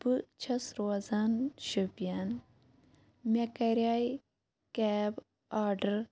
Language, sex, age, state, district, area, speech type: Kashmiri, female, 18-30, Jammu and Kashmir, Shopian, urban, spontaneous